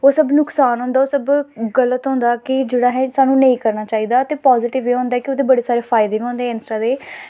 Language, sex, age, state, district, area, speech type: Dogri, female, 18-30, Jammu and Kashmir, Samba, rural, spontaneous